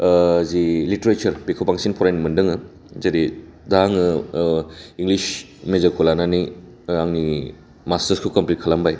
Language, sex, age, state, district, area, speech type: Bodo, male, 30-45, Assam, Baksa, urban, spontaneous